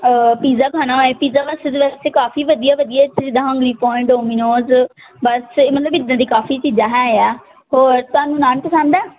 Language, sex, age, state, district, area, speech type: Punjabi, female, 18-30, Punjab, Pathankot, urban, conversation